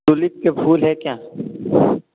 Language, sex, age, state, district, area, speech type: Hindi, male, 18-30, Rajasthan, Jodhpur, urban, conversation